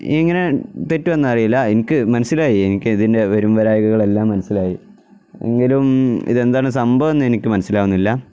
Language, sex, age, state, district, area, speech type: Malayalam, male, 18-30, Kerala, Kozhikode, rural, spontaneous